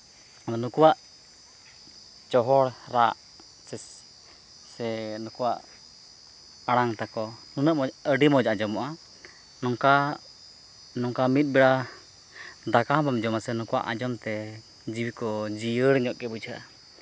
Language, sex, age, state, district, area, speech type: Santali, male, 30-45, Jharkhand, East Singhbhum, rural, spontaneous